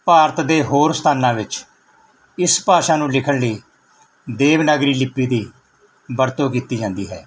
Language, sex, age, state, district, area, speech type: Punjabi, male, 45-60, Punjab, Mansa, rural, spontaneous